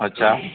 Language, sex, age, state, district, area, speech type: Gujarati, male, 18-30, Gujarat, Morbi, rural, conversation